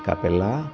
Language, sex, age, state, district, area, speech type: Telugu, male, 60+, Andhra Pradesh, Anakapalli, urban, spontaneous